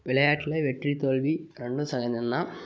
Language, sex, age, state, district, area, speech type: Tamil, male, 18-30, Tamil Nadu, Dharmapuri, urban, spontaneous